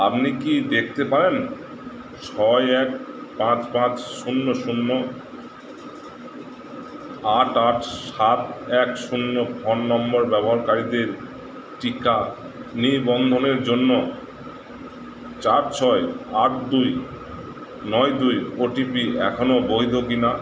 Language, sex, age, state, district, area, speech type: Bengali, male, 30-45, West Bengal, Uttar Dinajpur, urban, read